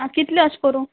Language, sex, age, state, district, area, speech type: Goan Konkani, female, 18-30, Goa, Murmgao, rural, conversation